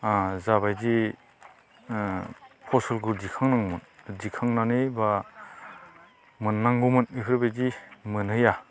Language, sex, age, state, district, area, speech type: Bodo, male, 45-60, Assam, Baksa, rural, spontaneous